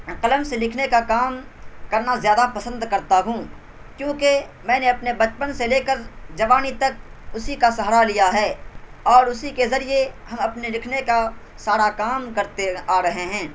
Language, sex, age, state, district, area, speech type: Urdu, male, 18-30, Bihar, Purnia, rural, spontaneous